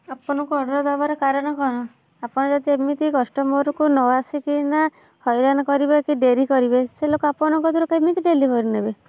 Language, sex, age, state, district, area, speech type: Odia, female, 30-45, Odisha, Kendujhar, urban, spontaneous